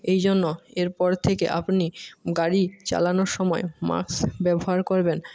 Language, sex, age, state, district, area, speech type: Bengali, male, 18-30, West Bengal, Jhargram, rural, spontaneous